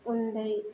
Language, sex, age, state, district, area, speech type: Bodo, female, 45-60, Assam, Chirang, rural, spontaneous